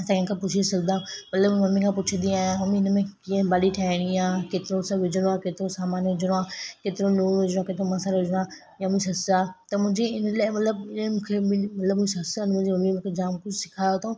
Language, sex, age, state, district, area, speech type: Sindhi, female, 18-30, Gujarat, Surat, urban, spontaneous